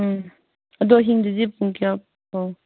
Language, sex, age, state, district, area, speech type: Manipuri, female, 18-30, Manipur, Kangpokpi, rural, conversation